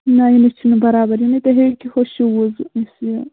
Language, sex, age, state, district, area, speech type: Kashmiri, female, 18-30, Jammu and Kashmir, Shopian, rural, conversation